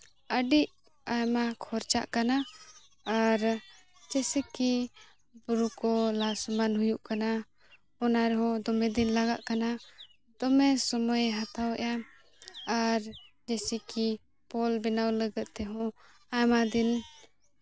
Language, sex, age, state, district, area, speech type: Santali, female, 18-30, Jharkhand, Seraikela Kharsawan, rural, spontaneous